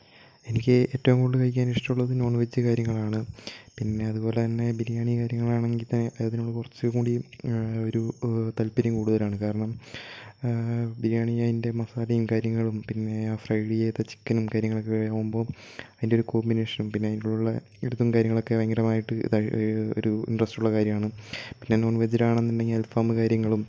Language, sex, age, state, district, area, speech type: Malayalam, male, 18-30, Kerala, Kozhikode, rural, spontaneous